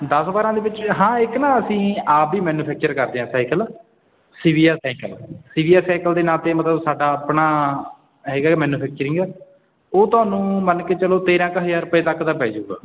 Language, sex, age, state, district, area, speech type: Punjabi, male, 18-30, Punjab, Bathinda, rural, conversation